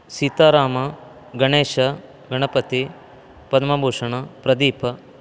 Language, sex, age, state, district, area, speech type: Sanskrit, male, 30-45, Karnataka, Uttara Kannada, rural, spontaneous